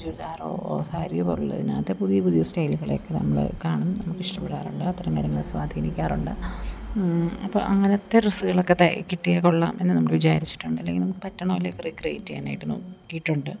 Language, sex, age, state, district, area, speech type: Malayalam, female, 30-45, Kerala, Idukki, rural, spontaneous